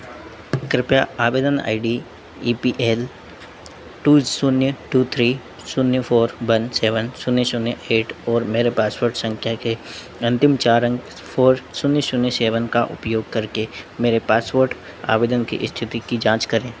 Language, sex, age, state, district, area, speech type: Hindi, male, 30-45, Madhya Pradesh, Harda, urban, read